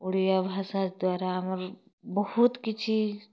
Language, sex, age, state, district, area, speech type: Odia, female, 30-45, Odisha, Kalahandi, rural, spontaneous